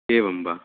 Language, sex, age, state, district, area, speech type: Sanskrit, male, 30-45, Karnataka, Udupi, rural, conversation